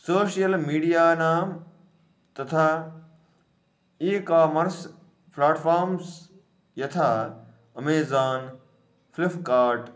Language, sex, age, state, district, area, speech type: Sanskrit, male, 30-45, Karnataka, Dharwad, urban, spontaneous